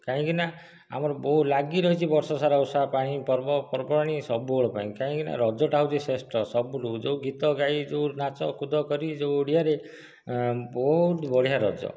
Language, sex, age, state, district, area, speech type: Odia, male, 30-45, Odisha, Dhenkanal, rural, spontaneous